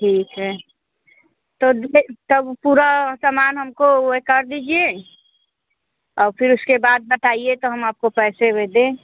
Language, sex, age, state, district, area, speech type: Hindi, female, 45-60, Uttar Pradesh, Mirzapur, rural, conversation